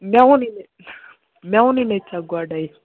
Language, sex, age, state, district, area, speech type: Kashmiri, female, 18-30, Jammu and Kashmir, Baramulla, rural, conversation